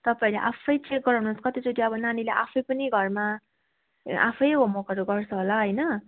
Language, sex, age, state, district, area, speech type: Nepali, female, 18-30, West Bengal, Kalimpong, rural, conversation